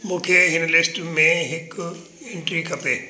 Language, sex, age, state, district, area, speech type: Sindhi, male, 60+, Delhi, South Delhi, urban, read